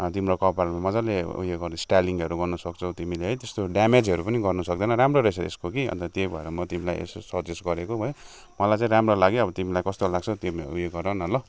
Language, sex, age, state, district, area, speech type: Nepali, male, 45-60, West Bengal, Kalimpong, rural, spontaneous